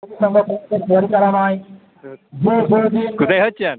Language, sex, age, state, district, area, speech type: Bengali, male, 18-30, West Bengal, Uttar Dinajpur, rural, conversation